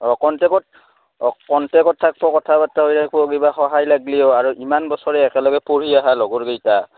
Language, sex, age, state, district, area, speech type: Assamese, male, 18-30, Assam, Udalguri, urban, conversation